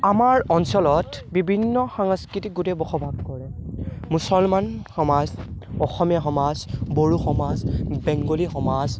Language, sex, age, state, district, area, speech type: Assamese, male, 18-30, Assam, Barpeta, rural, spontaneous